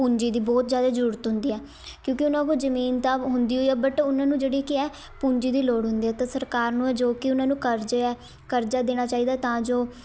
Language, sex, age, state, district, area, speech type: Punjabi, female, 18-30, Punjab, Shaheed Bhagat Singh Nagar, urban, spontaneous